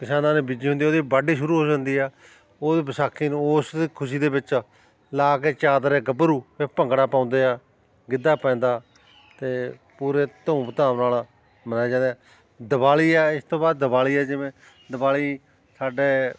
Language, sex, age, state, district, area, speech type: Punjabi, male, 45-60, Punjab, Fatehgarh Sahib, rural, spontaneous